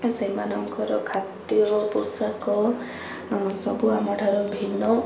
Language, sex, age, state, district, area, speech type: Odia, female, 18-30, Odisha, Cuttack, urban, spontaneous